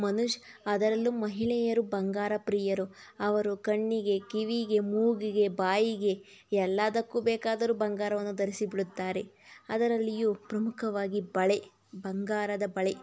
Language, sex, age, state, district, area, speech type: Kannada, female, 45-60, Karnataka, Tumkur, rural, spontaneous